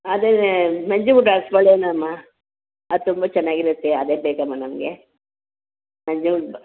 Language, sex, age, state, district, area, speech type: Kannada, female, 60+, Karnataka, Chamarajanagar, rural, conversation